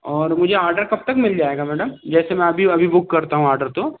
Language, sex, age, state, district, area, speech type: Hindi, male, 30-45, Madhya Pradesh, Betul, rural, conversation